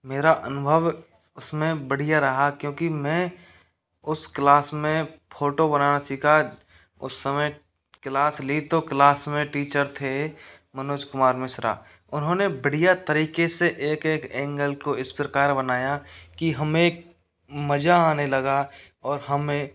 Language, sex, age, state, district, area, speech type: Hindi, male, 60+, Rajasthan, Karauli, rural, spontaneous